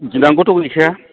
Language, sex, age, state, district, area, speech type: Bodo, male, 45-60, Assam, Chirang, urban, conversation